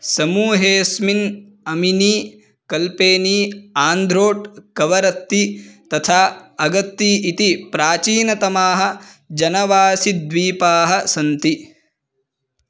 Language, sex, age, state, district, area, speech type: Sanskrit, male, 18-30, Karnataka, Bagalkot, rural, read